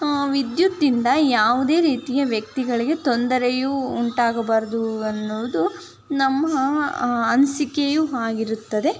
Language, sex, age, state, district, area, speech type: Kannada, female, 18-30, Karnataka, Chitradurga, rural, spontaneous